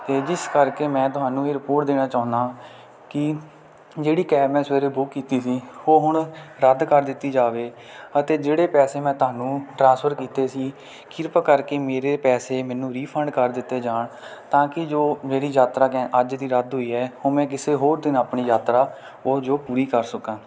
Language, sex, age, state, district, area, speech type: Punjabi, male, 18-30, Punjab, Kapurthala, rural, spontaneous